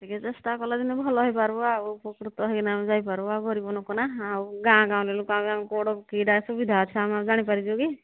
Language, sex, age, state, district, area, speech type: Odia, female, 45-60, Odisha, Angul, rural, conversation